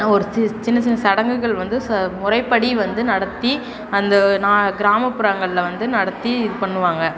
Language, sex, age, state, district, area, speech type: Tamil, female, 30-45, Tamil Nadu, Perambalur, rural, spontaneous